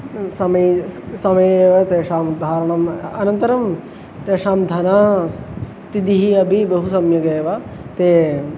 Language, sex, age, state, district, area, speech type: Sanskrit, male, 18-30, Kerala, Thrissur, urban, spontaneous